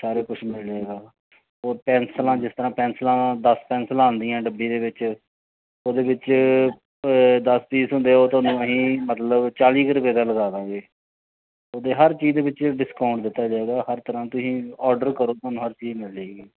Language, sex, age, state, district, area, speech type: Punjabi, male, 45-60, Punjab, Pathankot, rural, conversation